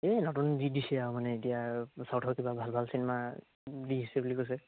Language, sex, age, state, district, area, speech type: Assamese, male, 18-30, Assam, Charaideo, rural, conversation